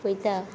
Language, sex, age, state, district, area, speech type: Goan Konkani, female, 45-60, Goa, Quepem, rural, spontaneous